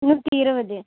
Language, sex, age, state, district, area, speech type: Tamil, female, 18-30, Tamil Nadu, Kallakurichi, rural, conversation